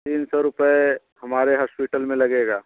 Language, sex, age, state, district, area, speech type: Hindi, male, 30-45, Uttar Pradesh, Bhadohi, rural, conversation